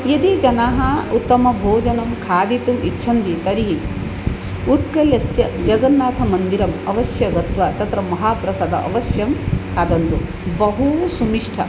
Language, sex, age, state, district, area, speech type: Sanskrit, female, 45-60, Odisha, Puri, urban, spontaneous